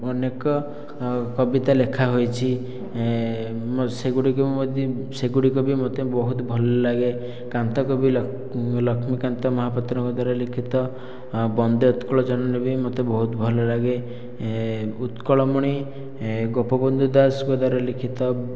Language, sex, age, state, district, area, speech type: Odia, male, 18-30, Odisha, Khordha, rural, spontaneous